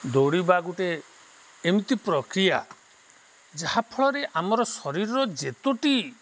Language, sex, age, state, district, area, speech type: Odia, male, 45-60, Odisha, Nuapada, rural, spontaneous